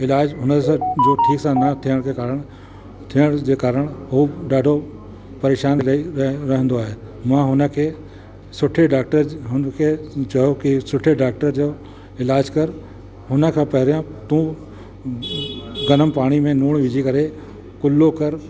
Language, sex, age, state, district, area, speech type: Sindhi, male, 60+, Uttar Pradesh, Lucknow, urban, spontaneous